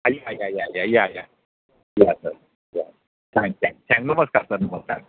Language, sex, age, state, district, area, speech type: Marathi, male, 30-45, Maharashtra, Wardha, urban, conversation